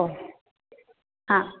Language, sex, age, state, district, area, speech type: Gujarati, female, 30-45, Gujarat, Rajkot, rural, conversation